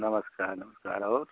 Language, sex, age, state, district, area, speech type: Hindi, male, 45-60, Uttar Pradesh, Prayagraj, rural, conversation